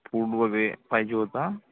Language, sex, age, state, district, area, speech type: Marathi, male, 18-30, Maharashtra, Gadchiroli, rural, conversation